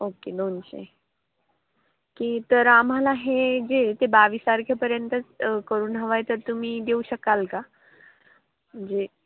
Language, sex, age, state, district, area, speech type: Marathi, female, 18-30, Maharashtra, Nashik, urban, conversation